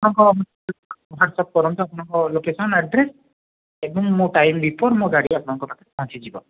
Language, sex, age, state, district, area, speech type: Odia, male, 45-60, Odisha, Puri, urban, conversation